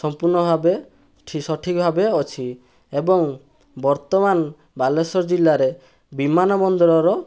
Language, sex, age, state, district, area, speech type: Odia, male, 18-30, Odisha, Balasore, rural, spontaneous